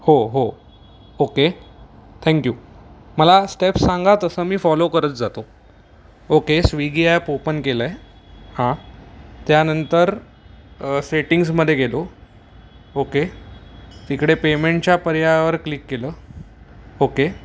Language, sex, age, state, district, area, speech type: Marathi, male, 18-30, Maharashtra, Mumbai Suburban, urban, spontaneous